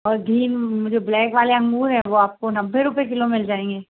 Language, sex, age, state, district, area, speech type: Hindi, female, 30-45, Madhya Pradesh, Bhopal, urban, conversation